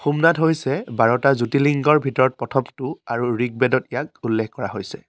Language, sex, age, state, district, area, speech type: Assamese, male, 18-30, Assam, Dhemaji, rural, read